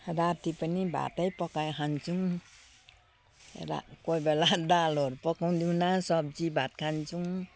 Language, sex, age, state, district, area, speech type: Nepali, female, 60+, West Bengal, Jalpaiguri, urban, spontaneous